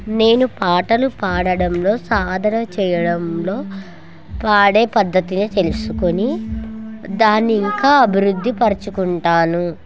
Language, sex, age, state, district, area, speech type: Telugu, female, 30-45, Andhra Pradesh, Kurnool, rural, spontaneous